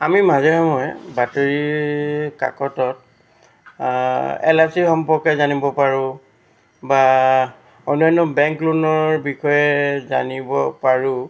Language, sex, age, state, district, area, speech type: Assamese, male, 60+, Assam, Charaideo, urban, spontaneous